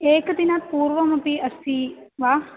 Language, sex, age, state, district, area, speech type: Sanskrit, female, 18-30, Kerala, Malappuram, urban, conversation